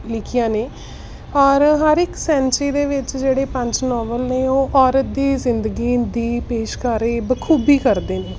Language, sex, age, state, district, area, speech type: Punjabi, female, 45-60, Punjab, Tarn Taran, urban, spontaneous